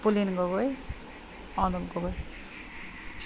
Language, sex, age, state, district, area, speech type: Assamese, female, 60+, Assam, Charaideo, urban, spontaneous